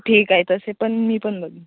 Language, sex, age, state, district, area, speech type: Marathi, male, 18-30, Maharashtra, Wardha, rural, conversation